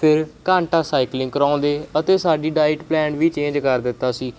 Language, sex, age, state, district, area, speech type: Punjabi, male, 30-45, Punjab, Barnala, rural, spontaneous